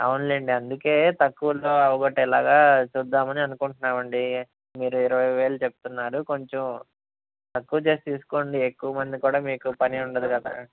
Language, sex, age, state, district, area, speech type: Telugu, male, 30-45, Andhra Pradesh, Anantapur, urban, conversation